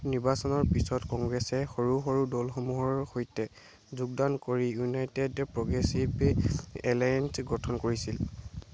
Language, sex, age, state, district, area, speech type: Assamese, male, 18-30, Assam, Dibrugarh, rural, read